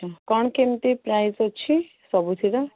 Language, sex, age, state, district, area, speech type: Odia, female, 45-60, Odisha, Sundergarh, rural, conversation